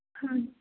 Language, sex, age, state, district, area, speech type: Punjabi, female, 18-30, Punjab, Tarn Taran, rural, conversation